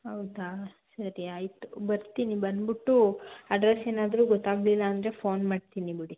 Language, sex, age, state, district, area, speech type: Kannada, female, 18-30, Karnataka, Mandya, rural, conversation